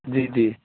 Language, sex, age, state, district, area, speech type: Dogri, male, 30-45, Jammu and Kashmir, Reasi, urban, conversation